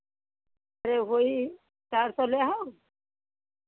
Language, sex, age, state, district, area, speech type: Hindi, female, 45-60, Uttar Pradesh, Hardoi, rural, conversation